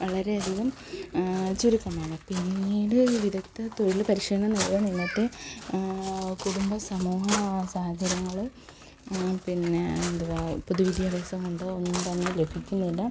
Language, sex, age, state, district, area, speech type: Malayalam, female, 18-30, Kerala, Kollam, urban, spontaneous